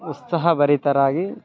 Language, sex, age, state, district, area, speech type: Kannada, male, 18-30, Karnataka, Vijayanagara, rural, spontaneous